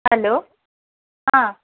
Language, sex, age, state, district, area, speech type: Marathi, female, 45-60, Maharashtra, Amravati, urban, conversation